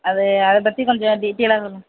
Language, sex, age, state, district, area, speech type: Tamil, male, 18-30, Tamil Nadu, Mayiladuthurai, urban, conversation